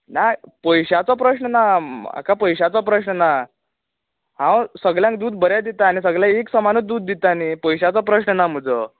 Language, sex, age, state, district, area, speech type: Goan Konkani, male, 18-30, Goa, Canacona, rural, conversation